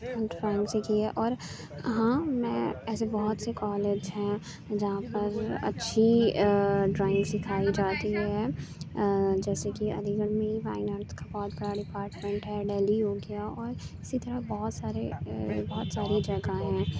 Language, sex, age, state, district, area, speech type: Urdu, female, 30-45, Uttar Pradesh, Aligarh, urban, spontaneous